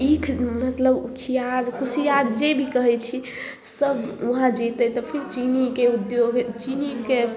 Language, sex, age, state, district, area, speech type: Maithili, female, 18-30, Bihar, Samastipur, urban, spontaneous